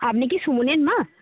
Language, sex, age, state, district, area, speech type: Bengali, female, 60+, West Bengal, Jhargram, rural, conversation